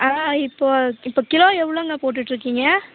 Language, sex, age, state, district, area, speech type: Tamil, female, 18-30, Tamil Nadu, Namakkal, urban, conversation